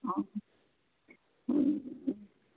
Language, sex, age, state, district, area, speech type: Odia, female, 45-60, Odisha, Sundergarh, rural, conversation